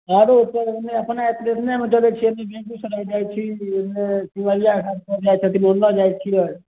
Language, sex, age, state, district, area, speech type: Maithili, male, 18-30, Bihar, Samastipur, urban, conversation